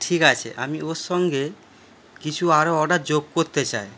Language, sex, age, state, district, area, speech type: Bengali, male, 30-45, West Bengal, Howrah, urban, spontaneous